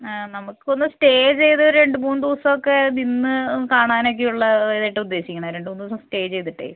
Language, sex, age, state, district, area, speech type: Malayalam, female, 30-45, Kerala, Ernakulam, rural, conversation